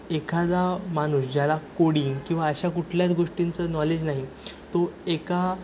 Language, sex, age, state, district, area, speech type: Marathi, male, 18-30, Maharashtra, Sindhudurg, rural, spontaneous